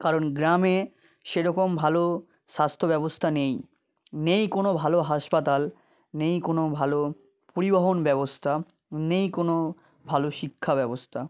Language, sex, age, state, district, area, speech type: Bengali, male, 30-45, West Bengal, South 24 Parganas, rural, spontaneous